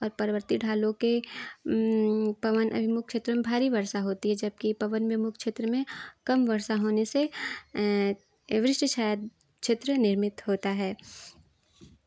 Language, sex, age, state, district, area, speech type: Hindi, female, 18-30, Uttar Pradesh, Chandauli, urban, spontaneous